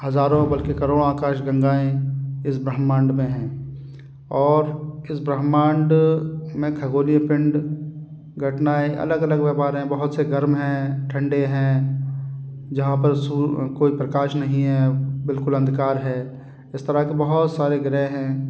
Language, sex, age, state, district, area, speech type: Hindi, male, 45-60, Madhya Pradesh, Gwalior, rural, spontaneous